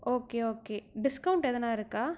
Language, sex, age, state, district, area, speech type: Tamil, female, 30-45, Tamil Nadu, Mayiladuthurai, rural, spontaneous